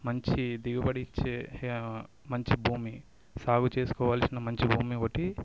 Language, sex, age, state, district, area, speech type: Telugu, male, 18-30, Telangana, Ranga Reddy, urban, spontaneous